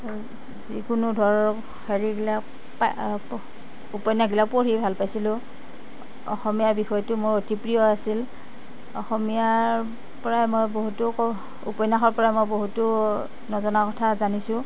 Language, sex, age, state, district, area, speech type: Assamese, female, 60+, Assam, Darrang, rural, spontaneous